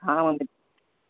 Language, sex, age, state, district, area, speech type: Marathi, male, 18-30, Maharashtra, Thane, urban, conversation